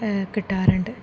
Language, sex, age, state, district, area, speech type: Malayalam, female, 18-30, Kerala, Thrissur, urban, spontaneous